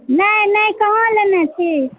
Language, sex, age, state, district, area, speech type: Maithili, female, 30-45, Bihar, Supaul, rural, conversation